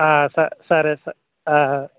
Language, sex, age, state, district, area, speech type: Telugu, male, 18-30, Telangana, Khammam, urban, conversation